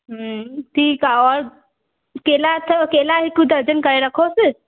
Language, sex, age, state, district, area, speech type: Sindhi, female, 18-30, Madhya Pradesh, Katni, urban, conversation